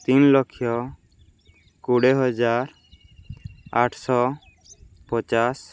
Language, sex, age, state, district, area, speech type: Odia, male, 18-30, Odisha, Balangir, urban, spontaneous